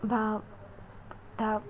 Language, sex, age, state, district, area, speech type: Assamese, female, 18-30, Assam, Kamrup Metropolitan, urban, spontaneous